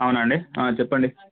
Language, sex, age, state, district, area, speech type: Telugu, male, 18-30, Telangana, Medak, rural, conversation